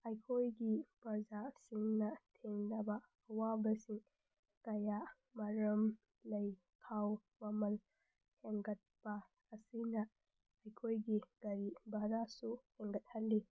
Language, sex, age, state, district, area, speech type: Manipuri, female, 18-30, Manipur, Tengnoupal, urban, spontaneous